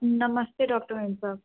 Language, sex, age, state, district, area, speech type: Hindi, female, 18-30, Uttar Pradesh, Bhadohi, urban, conversation